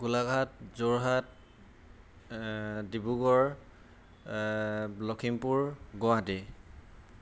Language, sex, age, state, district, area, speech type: Assamese, male, 30-45, Assam, Golaghat, urban, spontaneous